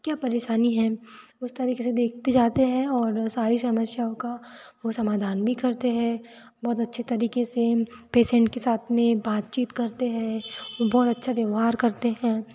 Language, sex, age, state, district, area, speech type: Hindi, female, 18-30, Madhya Pradesh, Betul, rural, spontaneous